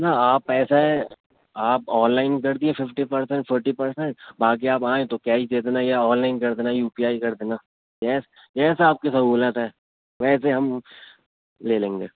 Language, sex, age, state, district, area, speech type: Urdu, male, 18-30, Uttar Pradesh, Rampur, urban, conversation